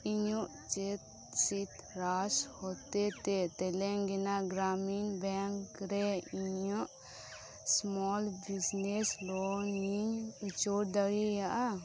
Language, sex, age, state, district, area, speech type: Santali, female, 18-30, West Bengal, Birbhum, rural, read